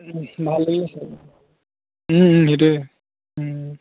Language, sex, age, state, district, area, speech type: Assamese, male, 18-30, Assam, Charaideo, rural, conversation